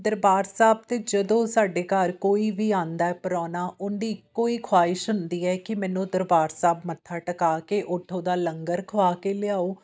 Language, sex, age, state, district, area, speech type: Punjabi, female, 30-45, Punjab, Amritsar, urban, spontaneous